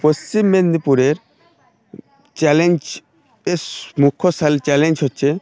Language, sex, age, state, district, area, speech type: Bengali, male, 45-60, West Bengal, Paschim Medinipur, rural, spontaneous